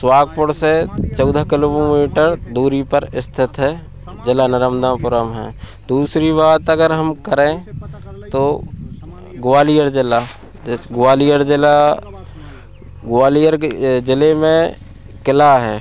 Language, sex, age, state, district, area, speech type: Hindi, male, 30-45, Madhya Pradesh, Hoshangabad, rural, spontaneous